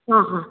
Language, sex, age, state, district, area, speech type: Kannada, female, 60+, Karnataka, Mandya, rural, conversation